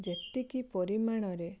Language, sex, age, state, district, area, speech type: Odia, female, 30-45, Odisha, Balasore, rural, spontaneous